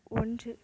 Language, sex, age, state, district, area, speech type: Tamil, female, 18-30, Tamil Nadu, Mayiladuthurai, urban, read